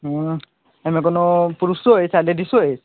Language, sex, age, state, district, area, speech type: Maithili, male, 18-30, Bihar, Madhubani, rural, conversation